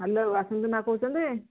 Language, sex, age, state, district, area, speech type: Odia, female, 60+, Odisha, Jharsuguda, rural, conversation